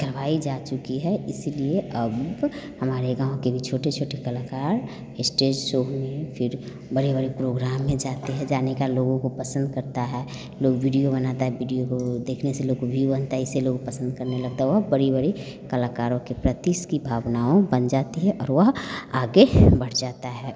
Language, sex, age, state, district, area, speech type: Hindi, female, 30-45, Bihar, Vaishali, urban, spontaneous